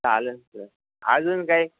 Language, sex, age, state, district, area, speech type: Marathi, male, 18-30, Maharashtra, Ahmednagar, rural, conversation